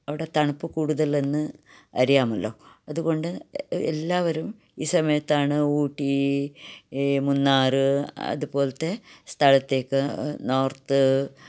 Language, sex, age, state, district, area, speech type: Malayalam, female, 60+, Kerala, Kasaragod, rural, spontaneous